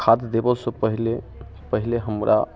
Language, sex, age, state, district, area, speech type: Maithili, male, 30-45, Bihar, Muzaffarpur, rural, spontaneous